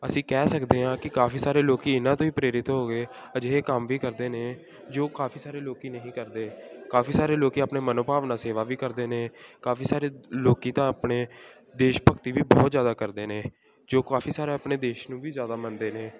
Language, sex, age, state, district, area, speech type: Punjabi, male, 18-30, Punjab, Gurdaspur, rural, spontaneous